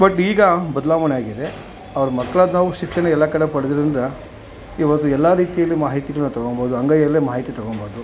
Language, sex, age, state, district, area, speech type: Kannada, male, 45-60, Karnataka, Kolar, rural, spontaneous